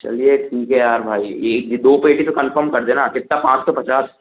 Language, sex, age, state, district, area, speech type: Hindi, male, 18-30, Madhya Pradesh, Jabalpur, urban, conversation